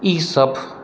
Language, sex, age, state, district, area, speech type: Maithili, male, 45-60, Bihar, Madhubani, rural, spontaneous